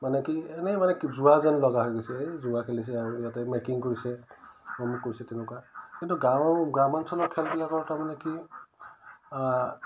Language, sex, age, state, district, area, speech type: Assamese, male, 45-60, Assam, Udalguri, rural, spontaneous